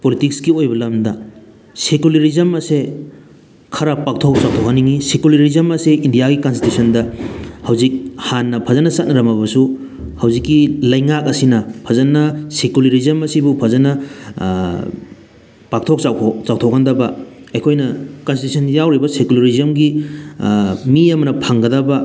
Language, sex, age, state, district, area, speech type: Manipuri, male, 30-45, Manipur, Thoubal, rural, spontaneous